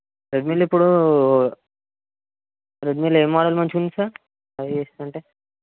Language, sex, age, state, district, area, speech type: Telugu, male, 18-30, Telangana, Ranga Reddy, urban, conversation